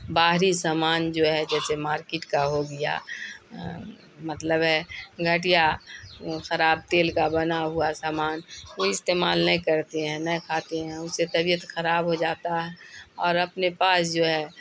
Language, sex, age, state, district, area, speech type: Urdu, female, 60+, Bihar, Khagaria, rural, spontaneous